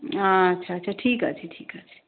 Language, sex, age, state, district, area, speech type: Bengali, female, 30-45, West Bengal, Darjeeling, urban, conversation